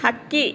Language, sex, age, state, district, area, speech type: Kannada, female, 60+, Karnataka, Bangalore Rural, rural, read